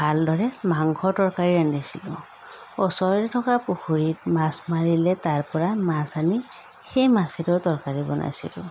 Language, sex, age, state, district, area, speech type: Assamese, female, 30-45, Assam, Sonitpur, rural, spontaneous